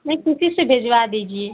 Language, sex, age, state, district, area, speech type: Hindi, female, 45-60, Uttar Pradesh, Mau, urban, conversation